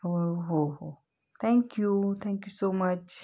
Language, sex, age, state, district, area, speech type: Marathi, female, 18-30, Maharashtra, Ahmednagar, urban, spontaneous